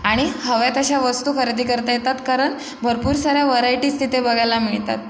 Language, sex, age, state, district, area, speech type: Marathi, female, 18-30, Maharashtra, Sindhudurg, rural, spontaneous